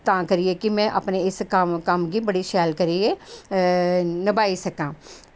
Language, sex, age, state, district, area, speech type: Dogri, female, 60+, Jammu and Kashmir, Jammu, urban, spontaneous